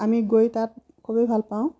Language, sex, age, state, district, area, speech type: Assamese, female, 45-60, Assam, Udalguri, rural, spontaneous